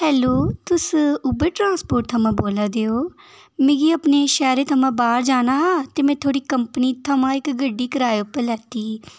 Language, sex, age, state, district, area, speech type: Dogri, female, 18-30, Jammu and Kashmir, Udhampur, rural, spontaneous